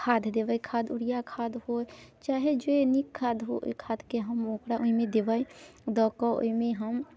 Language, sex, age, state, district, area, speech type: Maithili, female, 30-45, Bihar, Muzaffarpur, rural, spontaneous